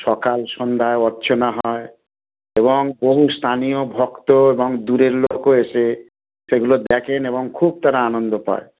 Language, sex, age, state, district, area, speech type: Bengali, male, 45-60, West Bengal, Dakshin Dinajpur, rural, conversation